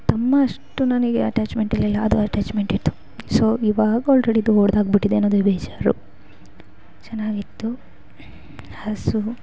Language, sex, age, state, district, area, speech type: Kannada, female, 18-30, Karnataka, Gadag, rural, spontaneous